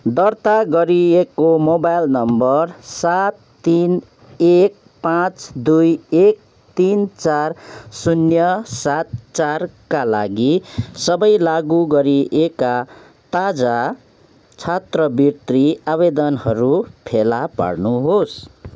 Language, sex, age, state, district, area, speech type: Nepali, male, 30-45, West Bengal, Kalimpong, rural, read